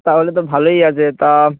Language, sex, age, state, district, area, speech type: Bengali, male, 18-30, West Bengal, Uttar Dinajpur, urban, conversation